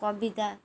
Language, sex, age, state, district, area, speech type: Odia, female, 45-60, Odisha, Kendrapara, urban, spontaneous